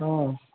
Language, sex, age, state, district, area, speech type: Maithili, male, 60+, Bihar, Araria, rural, conversation